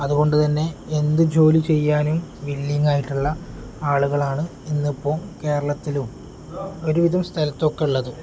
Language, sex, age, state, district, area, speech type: Malayalam, male, 18-30, Kerala, Kozhikode, rural, spontaneous